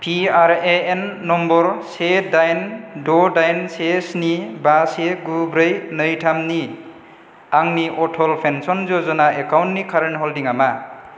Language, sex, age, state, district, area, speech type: Bodo, male, 30-45, Assam, Chirang, rural, read